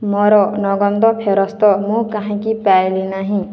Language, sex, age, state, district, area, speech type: Odia, female, 60+, Odisha, Boudh, rural, read